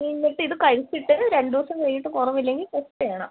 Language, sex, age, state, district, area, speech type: Malayalam, female, 30-45, Kerala, Wayanad, rural, conversation